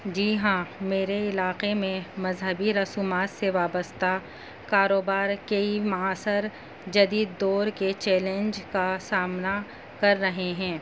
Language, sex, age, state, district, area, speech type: Urdu, female, 30-45, Delhi, North East Delhi, urban, spontaneous